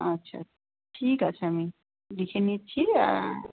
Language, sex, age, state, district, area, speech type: Bengali, female, 30-45, West Bengal, Darjeeling, urban, conversation